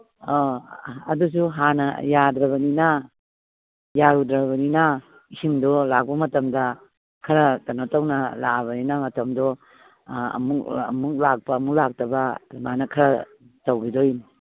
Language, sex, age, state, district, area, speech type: Manipuri, female, 60+, Manipur, Imphal East, rural, conversation